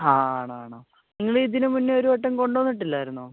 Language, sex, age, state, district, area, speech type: Malayalam, male, 18-30, Kerala, Wayanad, rural, conversation